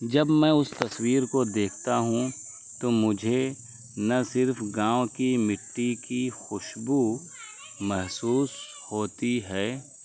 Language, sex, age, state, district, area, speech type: Urdu, male, 18-30, Uttar Pradesh, Azamgarh, rural, spontaneous